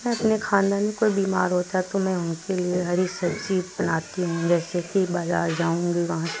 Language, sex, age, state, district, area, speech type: Urdu, female, 45-60, Uttar Pradesh, Lucknow, rural, spontaneous